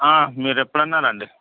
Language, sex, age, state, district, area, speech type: Telugu, male, 30-45, Andhra Pradesh, Anantapur, rural, conversation